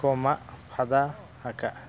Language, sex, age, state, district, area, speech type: Santali, male, 45-60, Odisha, Mayurbhanj, rural, spontaneous